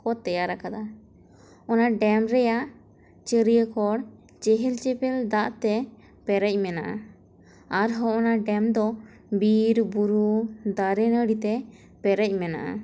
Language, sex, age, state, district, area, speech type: Santali, female, 18-30, West Bengal, Bankura, rural, spontaneous